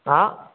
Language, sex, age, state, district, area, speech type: Marathi, male, 18-30, Maharashtra, Satara, urban, conversation